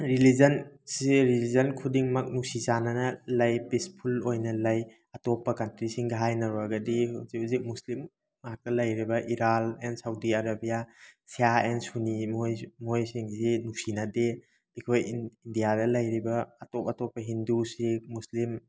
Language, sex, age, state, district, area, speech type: Manipuri, male, 30-45, Manipur, Thoubal, rural, spontaneous